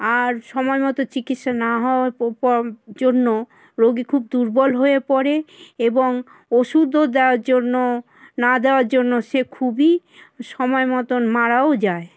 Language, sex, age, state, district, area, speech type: Bengali, female, 60+, West Bengal, South 24 Parganas, rural, spontaneous